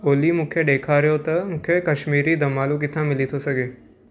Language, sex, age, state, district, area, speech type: Sindhi, male, 18-30, Gujarat, Surat, urban, read